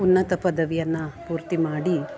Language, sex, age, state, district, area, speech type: Kannada, female, 45-60, Karnataka, Dakshina Kannada, rural, spontaneous